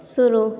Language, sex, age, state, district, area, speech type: Hindi, female, 18-30, Bihar, Vaishali, rural, read